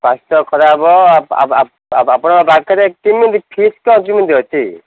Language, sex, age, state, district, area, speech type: Odia, male, 45-60, Odisha, Ganjam, urban, conversation